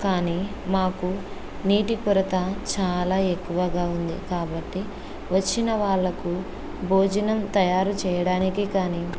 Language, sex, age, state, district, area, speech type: Telugu, female, 30-45, Andhra Pradesh, Kurnool, rural, spontaneous